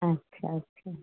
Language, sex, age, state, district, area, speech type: Hindi, female, 60+, Uttar Pradesh, Sitapur, rural, conversation